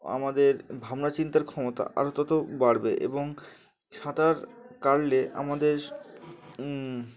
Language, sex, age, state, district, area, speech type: Bengali, male, 18-30, West Bengal, Uttar Dinajpur, urban, spontaneous